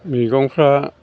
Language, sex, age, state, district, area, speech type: Bodo, male, 60+, Assam, Chirang, rural, spontaneous